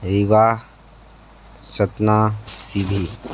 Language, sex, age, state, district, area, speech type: Hindi, male, 18-30, Uttar Pradesh, Sonbhadra, rural, spontaneous